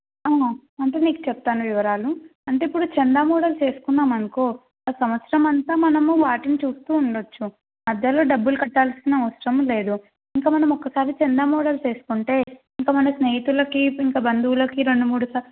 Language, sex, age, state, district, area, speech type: Telugu, female, 18-30, Telangana, Nalgonda, urban, conversation